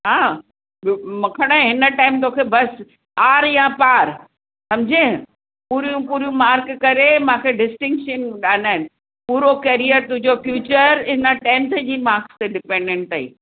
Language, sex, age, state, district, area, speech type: Sindhi, female, 60+, Maharashtra, Mumbai Suburban, urban, conversation